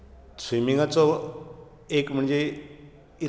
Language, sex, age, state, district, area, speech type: Goan Konkani, male, 60+, Goa, Bardez, rural, spontaneous